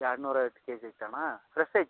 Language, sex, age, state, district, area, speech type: Kannada, male, 30-45, Karnataka, Raichur, rural, conversation